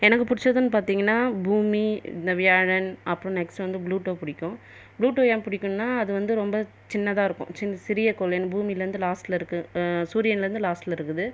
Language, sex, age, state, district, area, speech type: Tamil, female, 30-45, Tamil Nadu, Viluppuram, rural, spontaneous